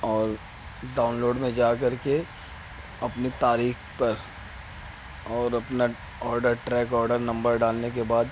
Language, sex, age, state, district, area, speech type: Urdu, male, 30-45, Maharashtra, Nashik, urban, spontaneous